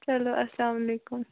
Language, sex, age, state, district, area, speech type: Kashmiri, female, 18-30, Jammu and Kashmir, Budgam, rural, conversation